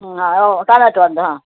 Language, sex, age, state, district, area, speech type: Kannada, female, 60+, Karnataka, Uttara Kannada, rural, conversation